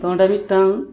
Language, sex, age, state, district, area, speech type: Santali, male, 30-45, West Bengal, Dakshin Dinajpur, rural, spontaneous